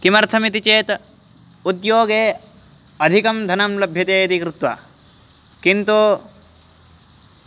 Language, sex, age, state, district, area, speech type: Sanskrit, male, 18-30, Uttar Pradesh, Hardoi, urban, spontaneous